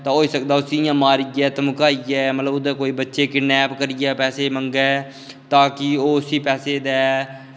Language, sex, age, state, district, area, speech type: Dogri, male, 18-30, Jammu and Kashmir, Kathua, rural, spontaneous